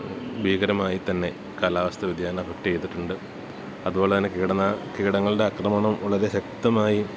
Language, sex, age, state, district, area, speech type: Malayalam, male, 30-45, Kerala, Idukki, rural, spontaneous